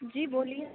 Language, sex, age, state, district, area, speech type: Urdu, female, 45-60, Uttar Pradesh, Gautam Buddha Nagar, urban, conversation